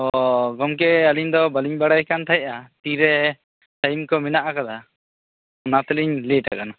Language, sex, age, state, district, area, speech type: Santali, male, 18-30, West Bengal, Bankura, rural, conversation